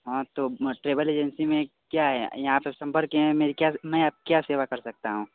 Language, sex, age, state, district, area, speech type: Hindi, male, 30-45, Uttar Pradesh, Mau, rural, conversation